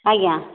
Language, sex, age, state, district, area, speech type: Odia, female, 60+, Odisha, Nayagarh, rural, conversation